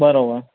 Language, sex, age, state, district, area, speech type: Gujarati, male, 30-45, Gujarat, Anand, rural, conversation